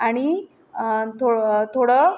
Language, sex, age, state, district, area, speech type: Marathi, female, 30-45, Maharashtra, Nagpur, rural, spontaneous